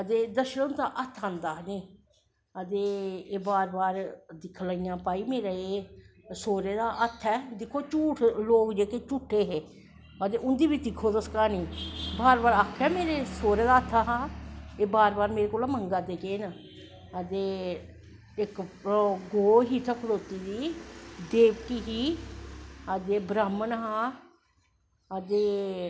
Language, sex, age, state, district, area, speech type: Dogri, male, 45-60, Jammu and Kashmir, Jammu, urban, spontaneous